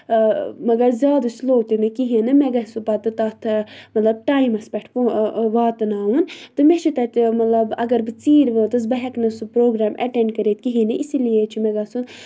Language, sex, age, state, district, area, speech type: Kashmiri, female, 30-45, Jammu and Kashmir, Budgam, rural, spontaneous